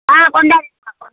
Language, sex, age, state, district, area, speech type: Tamil, female, 60+, Tamil Nadu, Madurai, rural, conversation